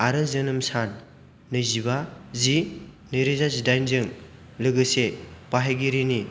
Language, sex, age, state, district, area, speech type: Bodo, male, 18-30, Assam, Chirang, rural, read